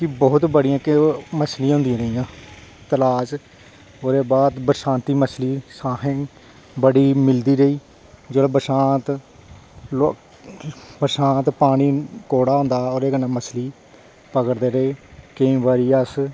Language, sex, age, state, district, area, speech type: Dogri, male, 30-45, Jammu and Kashmir, Jammu, rural, spontaneous